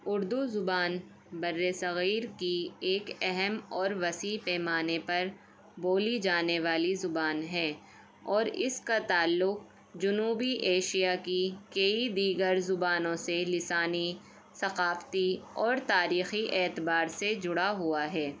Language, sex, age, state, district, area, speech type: Urdu, female, 30-45, Uttar Pradesh, Ghaziabad, urban, spontaneous